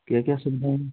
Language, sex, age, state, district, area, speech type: Hindi, male, 18-30, Madhya Pradesh, Gwalior, rural, conversation